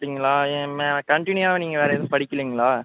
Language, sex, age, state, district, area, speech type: Tamil, male, 18-30, Tamil Nadu, Tiruvarur, urban, conversation